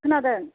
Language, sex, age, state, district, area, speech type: Bodo, female, 60+, Assam, Chirang, urban, conversation